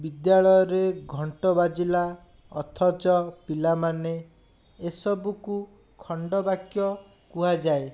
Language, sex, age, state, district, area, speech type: Odia, male, 60+, Odisha, Bhadrak, rural, spontaneous